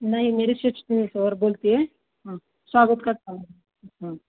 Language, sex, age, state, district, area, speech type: Marathi, female, 30-45, Maharashtra, Osmanabad, rural, conversation